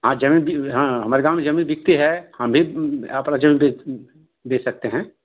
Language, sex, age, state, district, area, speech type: Hindi, male, 60+, Uttar Pradesh, Ghazipur, rural, conversation